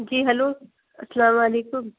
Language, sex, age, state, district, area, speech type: Urdu, female, 30-45, Uttar Pradesh, Lucknow, rural, conversation